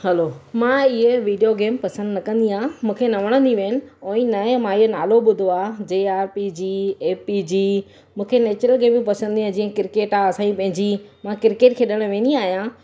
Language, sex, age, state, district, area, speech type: Sindhi, female, 30-45, Gujarat, Surat, urban, spontaneous